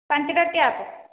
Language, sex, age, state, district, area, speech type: Odia, female, 45-60, Odisha, Khordha, rural, conversation